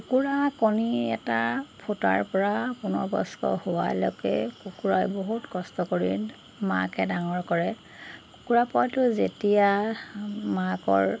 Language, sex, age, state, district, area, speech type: Assamese, female, 45-60, Assam, Golaghat, rural, spontaneous